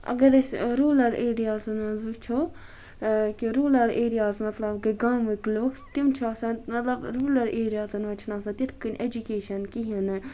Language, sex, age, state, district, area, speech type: Kashmiri, female, 30-45, Jammu and Kashmir, Budgam, rural, spontaneous